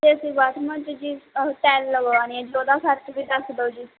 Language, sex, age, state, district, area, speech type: Punjabi, female, 18-30, Punjab, Barnala, urban, conversation